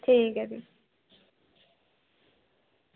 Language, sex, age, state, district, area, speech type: Dogri, female, 18-30, Jammu and Kashmir, Samba, rural, conversation